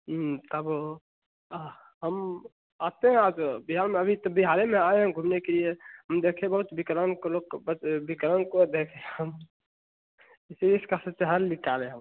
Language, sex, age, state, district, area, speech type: Hindi, male, 18-30, Bihar, Begusarai, rural, conversation